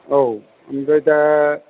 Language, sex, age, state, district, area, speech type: Bodo, male, 45-60, Assam, Chirang, urban, conversation